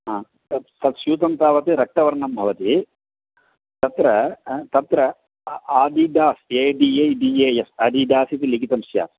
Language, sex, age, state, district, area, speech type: Sanskrit, male, 60+, Tamil Nadu, Tiruchirappalli, urban, conversation